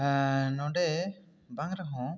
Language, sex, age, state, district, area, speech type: Santali, male, 18-30, West Bengal, Bankura, rural, spontaneous